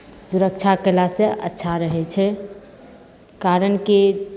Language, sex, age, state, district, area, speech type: Maithili, female, 18-30, Bihar, Begusarai, rural, spontaneous